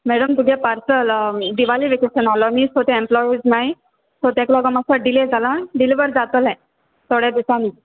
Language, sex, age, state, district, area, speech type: Goan Konkani, female, 18-30, Goa, Salcete, rural, conversation